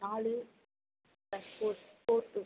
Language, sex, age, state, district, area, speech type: Tamil, female, 18-30, Tamil Nadu, Nagapattinam, rural, conversation